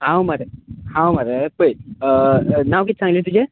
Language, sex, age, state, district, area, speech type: Goan Konkani, male, 18-30, Goa, Tiswadi, rural, conversation